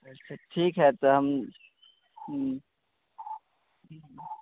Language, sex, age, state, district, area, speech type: Hindi, male, 18-30, Bihar, Begusarai, rural, conversation